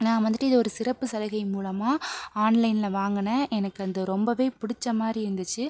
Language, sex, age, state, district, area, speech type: Tamil, female, 18-30, Tamil Nadu, Pudukkottai, rural, spontaneous